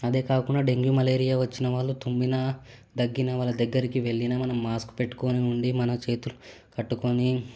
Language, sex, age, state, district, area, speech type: Telugu, male, 18-30, Telangana, Hyderabad, urban, spontaneous